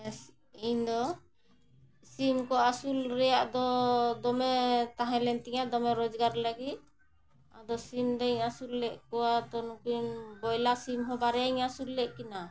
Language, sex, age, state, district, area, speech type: Santali, female, 45-60, Jharkhand, Bokaro, rural, spontaneous